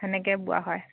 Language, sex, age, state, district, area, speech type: Assamese, female, 30-45, Assam, Dhemaji, rural, conversation